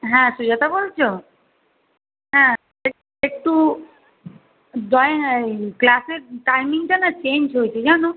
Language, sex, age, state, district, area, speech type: Bengali, female, 30-45, West Bengal, Kolkata, urban, conversation